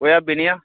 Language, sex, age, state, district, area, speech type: Dogri, male, 30-45, Jammu and Kashmir, Udhampur, urban, conversation